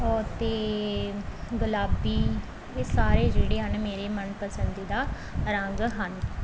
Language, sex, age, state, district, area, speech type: Punjabi, female, 18-30, Punjab, Pathankot, rural, spontaneous